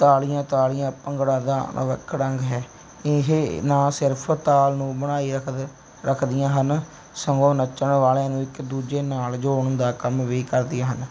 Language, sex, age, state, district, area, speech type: Punjabi, male, 30-45, Punjab, Barnala, rural, spontaneous